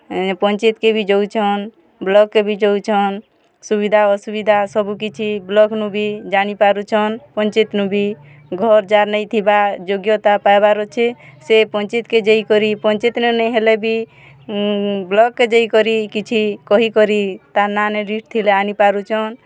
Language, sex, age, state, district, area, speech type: Odia, female, 45-60, Odisha, Kalahandi, rural, spontaneous